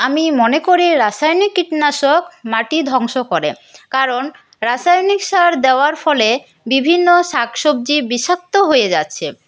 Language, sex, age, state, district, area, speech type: Bengali, female, 18-30, West Bengal, Paschim Bardhaman, rural, spontaneous